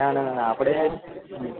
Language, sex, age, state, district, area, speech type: Gujarati, male, 30-45, Gujarat, Ahmedabad, urban, conversation